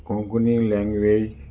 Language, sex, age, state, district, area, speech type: Goan Konkani, male, 60+, Goa, Salcete, rural, spontaneous